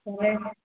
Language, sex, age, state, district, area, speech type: Sindhi, female, 18-30, Gujarat, Junagadh, urban, conversation